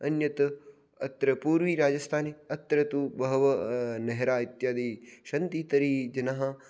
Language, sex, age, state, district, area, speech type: Sanskrit, male, 18-30, Rajasthan, Jodhpur, rural, spontaneous